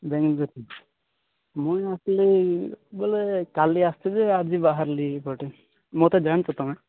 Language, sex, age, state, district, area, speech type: Odia, male, 18-30, Odisha, Nabarangpur, urban, conversation